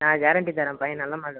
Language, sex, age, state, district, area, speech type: Tamil, male, 18-30, Tamil Nadu, Cuddalore, rural, conversation